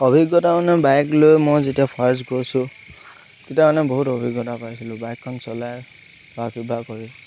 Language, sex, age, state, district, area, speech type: Assamese, male, 18-30, Assam, Lakhimpur, rural, spontaneous